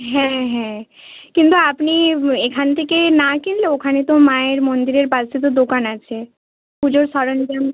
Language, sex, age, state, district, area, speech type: Bengali, female, 18-30, West Bengal, Bankura, rural, conversation